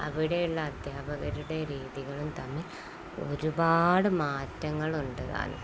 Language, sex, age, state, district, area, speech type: Malayalam, female, 30-45, Kerala, Kozhikode, rural, spontaneous